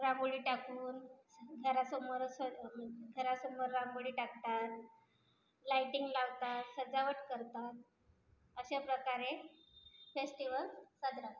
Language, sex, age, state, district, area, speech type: Marathi, female, 30-45, Maharashtra, Nagpur, urban, spontaneous